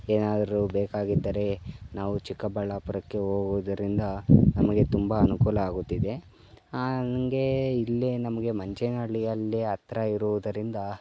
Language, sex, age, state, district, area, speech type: Kannada, male, 18-30, Karnataka, Chikkaballapur, rural, spontaneous